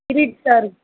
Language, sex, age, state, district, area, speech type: Tamil, female, 30-45, Tamil Nadu, Vellore, urban, conversation